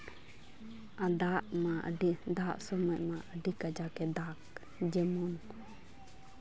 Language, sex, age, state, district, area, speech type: Santali, female, 18-30, West Bengal, Malda, rural, spontaneous